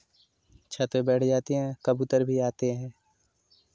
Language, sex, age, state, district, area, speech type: Hindi, male, 30-45, Uttar Pradesh, Jaunpur, rural, spontaneous